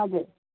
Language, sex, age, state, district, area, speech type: Nepali, female, 45-60, West Bengal, Darjeeling, rural, conversation